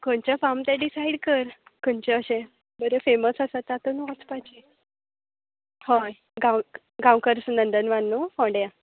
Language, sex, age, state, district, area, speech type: Goan Konkani, female, 30-45, Goa, Tiswadi, rural, conversation